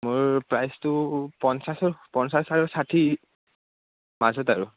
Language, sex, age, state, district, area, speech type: Assamese, male, 18-30, Assam, Udalguri, rural, conversation